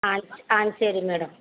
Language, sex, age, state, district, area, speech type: Tamil, female, 45-60, Tamil Nadu, Thoothukudi, rural, conversation